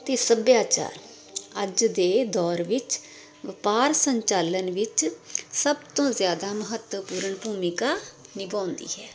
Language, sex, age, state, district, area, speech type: Punjabi, female, 45-60, Punjab, Tarn Taran, urban, spontaneous